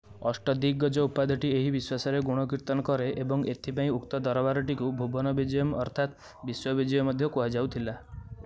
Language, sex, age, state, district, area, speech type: Odia, male, 18-30, Odisha, Nayagarh, rural, read